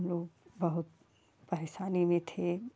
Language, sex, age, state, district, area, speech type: Hindi, female, 45-60, Uttar Pradesh, Jaunpur, rural, spontaneous